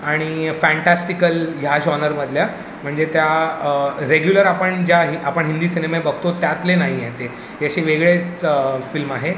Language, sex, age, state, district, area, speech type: Marathi, male, 30-45, Maharashtra, Mumbai City, urban, spontaneous